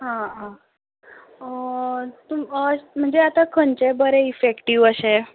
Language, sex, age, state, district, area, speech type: Goan Konkani, female, 45-60, Goa, Ponda, rural, conversation